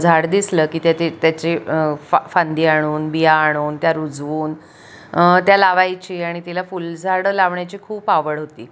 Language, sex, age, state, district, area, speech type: Marathi, female, 45-60, Maharashtra, Pune, urban, spontaneous